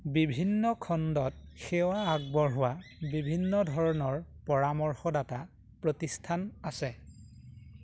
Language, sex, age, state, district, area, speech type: Assamese, male, 18-30, Assam, Majuli, urban, read